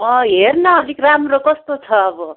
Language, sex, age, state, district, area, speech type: Nepali, female, 45-60, West Bengal, Kalimpong, rural, conversation